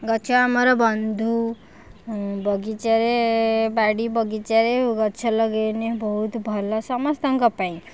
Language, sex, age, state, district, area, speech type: Odia, female, 60+, Odisha, Kendujhar, urban, spontaneous